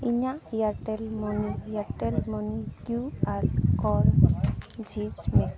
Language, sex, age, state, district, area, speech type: Santali, female, 30-45, Jharkhand, East Singhbhum, rural, read